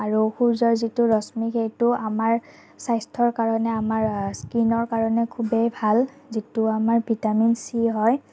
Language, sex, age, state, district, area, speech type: Assamese, female, 45-60, Assam, Morigaon, urban, spontaneous